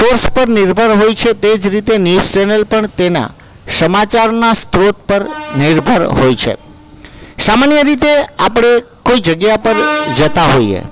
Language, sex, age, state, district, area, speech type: Gujarati, male, 45-60, Gujarat, Junagadh, urban, spontaneous